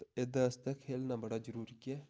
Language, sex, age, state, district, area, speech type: Dogri, male, 30-45, Jammu and Kashmir, Udhampur, rural, spontaneous